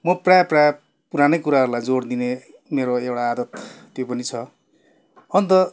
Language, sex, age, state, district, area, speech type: Nepali, male, 45-60, West Bengal, Darjeeling, rural, spontaneous